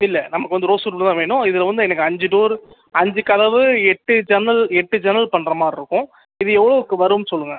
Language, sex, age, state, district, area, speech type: Tamil, male, 18-30, Tamil Nadu, Sivaganga, rural, conversation